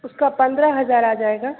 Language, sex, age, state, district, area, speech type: Hindi, female, 18-30, Bihar, Muzaffarpur, urban, conversation